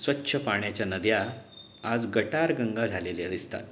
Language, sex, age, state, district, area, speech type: Marathi, male, 30-45, Maharashtra, Ratnagiri, urban, spontaneous